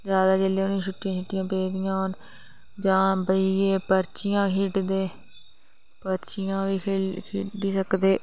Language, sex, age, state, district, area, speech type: Dogri, female, 18-30, Jammu and Kashmir, Reasi, rural, spontaneous